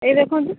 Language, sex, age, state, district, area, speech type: Odia, female, 18-30, Odisha, Balasore, rural, conversation